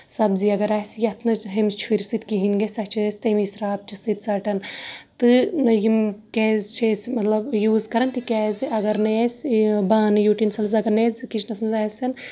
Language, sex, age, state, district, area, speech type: Kashmiri, female, 30-45, Jammu and Kashmir, Shopian, urban, spontaneous